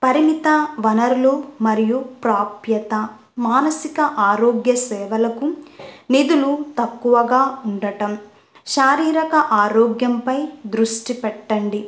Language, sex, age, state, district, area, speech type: Telugu, female, 18-30, Andhra Pradesh, Kurnool, rural, spontaneous